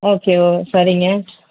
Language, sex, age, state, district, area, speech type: Tamil, female, 45-60, Tamil Nadu, Kanchipuram, urban, conversation